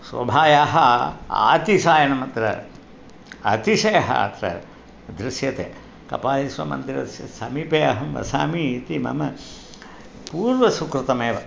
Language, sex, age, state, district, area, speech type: Sanskrit, male, 60+, Tamil Nadu, Thanjavur, urban, spontaneous